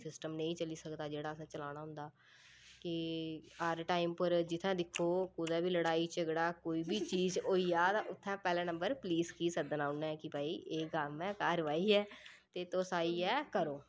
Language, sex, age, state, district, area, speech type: Dogri, female, 18-30, Jammu and Kashmir, Udhampur, rural, spontaneous